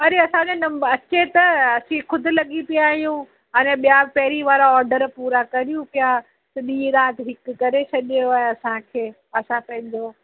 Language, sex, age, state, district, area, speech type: Sindhi, female, 45-60, Uttar Pradesh, Lucknow, rural, conversation